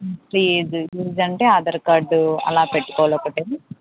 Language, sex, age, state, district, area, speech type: Telugu, female, 18-30, Andhra Pradesh, N T Rama Rao, rural, conversation